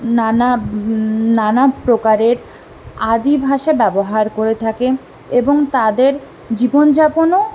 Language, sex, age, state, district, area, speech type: Bengali, female, 18-30, West Bengal, Purulia, urban, spontaneous